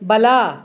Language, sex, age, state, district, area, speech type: Kannada, female, 60+, Karnataka, Bangalore Rural, rural, read